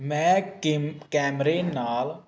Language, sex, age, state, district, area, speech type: Punjabi, male, 18-30, Punjab, Faridkot, urban, spontaneous